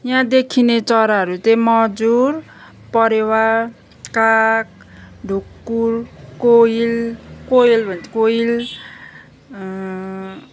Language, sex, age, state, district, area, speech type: Nepali, female, 30-45, West Bengal, Darjeeling, rural, spontaneous